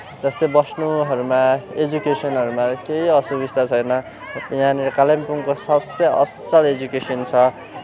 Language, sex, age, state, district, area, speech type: Nepali, male, 18-30, West Bengal, Kalimpong, rural, spontaneous